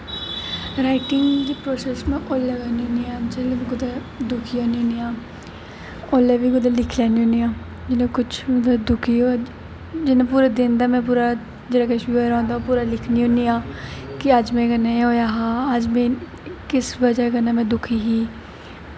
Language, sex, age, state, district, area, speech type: Dogri, female, 18-30, Jammu and Kashmir, Jammu, urban, spontaneous